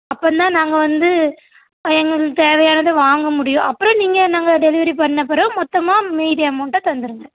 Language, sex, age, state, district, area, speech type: Tamil, female, 30-45, Tamil Nadu, Thoothukudi, rural, conversation